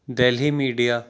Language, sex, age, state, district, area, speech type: Urdu, male, 18-30, Delhi, South Delhi, urban, spontaneous